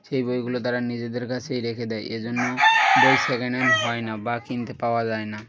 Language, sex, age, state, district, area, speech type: Bengali, male, 18-30, West Bengal, Birbhum, urban, spontaneous